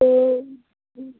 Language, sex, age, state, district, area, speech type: Hindi, female, 30-45, Uttar Pradesh, Mau, rural, conversation